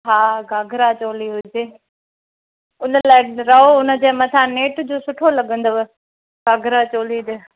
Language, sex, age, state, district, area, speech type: Sindhi, female, 18-30, Gujarat, Junagadh, rural, conversation